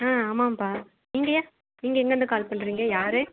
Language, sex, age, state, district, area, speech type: Tamil, female, 30-45, Tamil Nadu, Cuddalore, rural, conversation